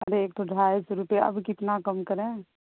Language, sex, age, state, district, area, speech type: Urdu, female, 30-45, Bihar, Saharsa, rural, conversation